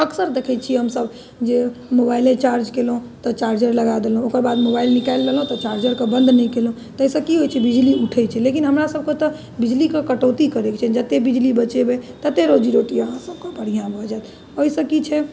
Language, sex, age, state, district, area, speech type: Maithili, female, 30-45, Bihar, Muzaffarpur, urban, spontaneous